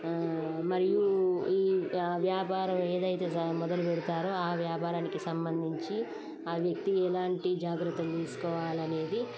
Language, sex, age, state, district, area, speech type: Telugu, female, 30-45, Telangana, Peddapalli, rural, spontaneous